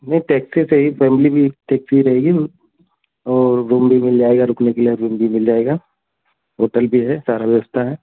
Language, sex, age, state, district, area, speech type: Hindi, male, 30-45, Uttar Pradesh, Ayodhya, rural, conversation